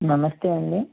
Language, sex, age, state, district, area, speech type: Telugu, male, 45-60, Andhra Pradesh, Eluru, rural, conversation